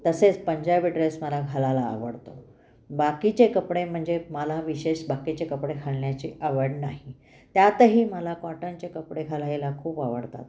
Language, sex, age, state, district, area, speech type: Marathi, female, 60+, Maharashtra, Nashik, urban, spontaneous